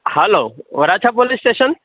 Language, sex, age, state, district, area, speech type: Gujarati, male, 45-60, Gujarat, Surat, urban, conversation